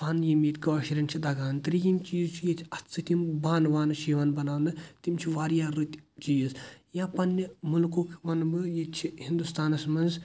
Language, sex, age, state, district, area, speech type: Kashmiri, male, 18-30, Jammu and Kashmir, Kulgam, rural, spontaneous